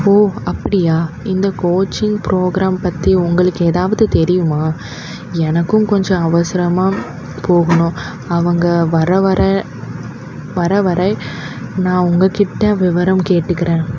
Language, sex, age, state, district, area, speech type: Tamil, female, 18-30, Tamil Nadu, Chennai, urban, read